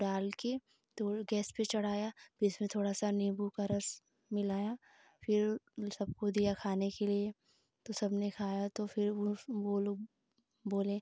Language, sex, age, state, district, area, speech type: Hindi, female, 18-30, Uttar Pradesh, Ghazipur, rural, spontaneous